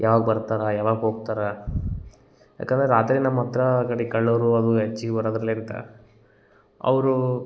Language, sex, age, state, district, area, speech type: Kannada, male, 30-45, Karnataka, Gulbarga, urban, spontaneous